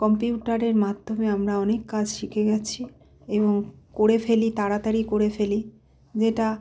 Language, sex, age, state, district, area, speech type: Bengali, female, 45-60, West Bengal, Malda, rural, spontaneous